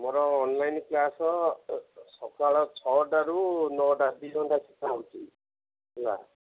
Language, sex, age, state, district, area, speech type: Odia, male, 45-60, Odisha, Koraput, rural, conversation